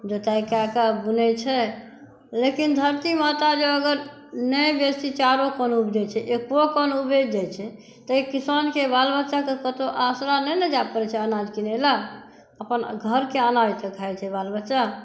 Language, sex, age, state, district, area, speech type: Maithili, female, 60+, Bihar, Saharsa, rural, spontaneous